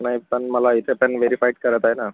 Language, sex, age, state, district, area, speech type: Marathi, male, 60+, Maharashtra, Akola, rural, conversation